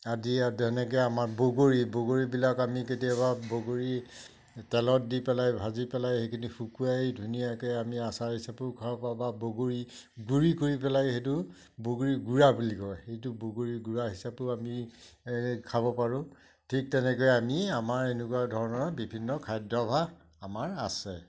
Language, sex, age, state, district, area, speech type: Assamese, male, 60+, Assam, Majuli, rural, spontaneous